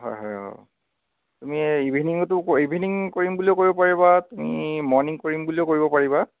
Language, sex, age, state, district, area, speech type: Assamese, male, 18-30, Assam, Jorhat, urban, conversation